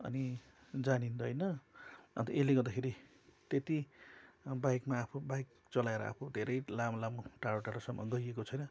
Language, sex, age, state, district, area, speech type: Nepali, male, 45-60, West Bengal, Darjeeling, rural, spontaneous